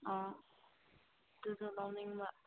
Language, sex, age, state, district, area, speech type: Manipuri, female, 18-30, Manipur, Senapati, urban, conversation